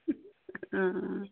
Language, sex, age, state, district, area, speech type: Assamese, female, 30-45, Assam, Sivasagar, rural, conversation